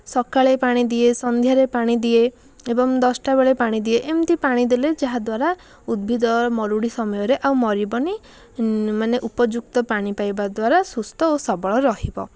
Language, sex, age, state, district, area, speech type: Odia, female, 18-30, Odisha, Puri, urban, spontaneous